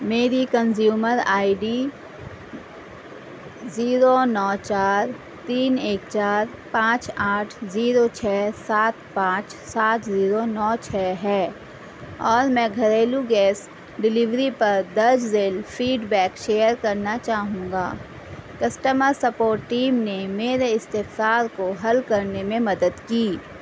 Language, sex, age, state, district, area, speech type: Urdu, female, 30-45, Delhi, East Delhi, urban, read